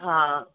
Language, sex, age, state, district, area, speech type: Sindhi, female, 60+, Gujarat, Surat, urban, conversation